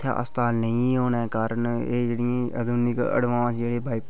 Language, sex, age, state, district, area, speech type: Dogri, male, 18-30, Jammu and Kashmir, Udhampur, rural, spontaneous